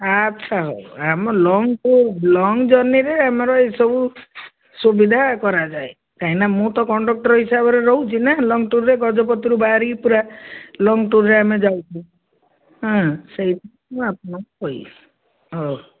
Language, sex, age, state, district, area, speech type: Odia, female, 60+, Odisha, Gajapati, rural, conversation